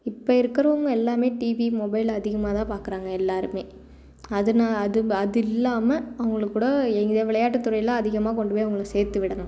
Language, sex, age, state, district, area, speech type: Tamil, female, 18-30, Tamil Nadu, Thoothukudi, rural, spontaneous